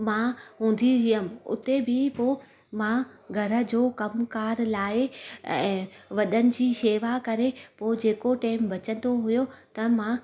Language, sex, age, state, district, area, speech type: Sindhi, female, 30-45, Gujarat, Surat, urban, spontaneous